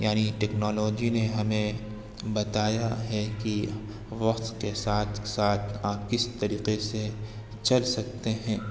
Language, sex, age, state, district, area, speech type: Urdu, male, 60+, Uttar Pradesh, Lucknow, rural, spontaneous